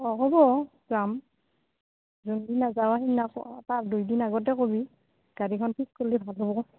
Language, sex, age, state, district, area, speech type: Assamese, female, 45-60, Assam, Goalpara, urban, conversation